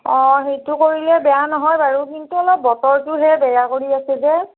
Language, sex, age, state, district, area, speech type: Assamese, female, 45-60, Assam, Nagaon, rural, conversation